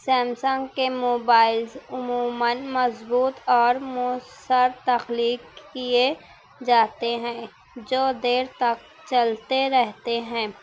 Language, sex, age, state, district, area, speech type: Urdu, female, 18-30, Maharashtra, Nashik, urban, spontaneous